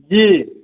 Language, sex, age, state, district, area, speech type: Maithili, male, 45-60, Bihar, Saharsa, urban, conversation